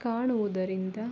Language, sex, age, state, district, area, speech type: Kannada, female, 60+, Karnataka, Chikkaballapur, rural, spontaneous